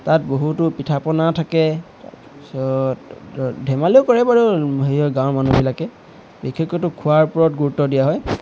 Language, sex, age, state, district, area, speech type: Assamese, male, 18-30, Assam, Tinsukia, urban, spontaneous